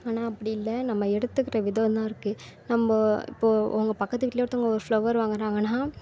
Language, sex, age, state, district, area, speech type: Tamil, female, 18-30, Tamil Nadu, Thanjavur, rural, spontaneous